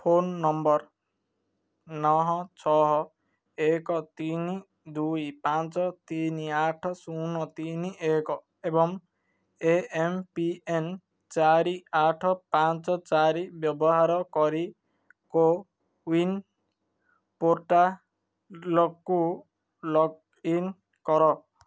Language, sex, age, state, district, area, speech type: Odia, male, 18-30, Odisha, Ganjam, urban, read